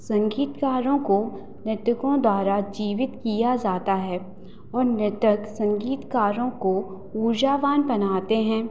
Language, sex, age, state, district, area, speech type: Hindi, female, 18-30, Madhya Pradesh, Hoshangabad, rural, spontaneous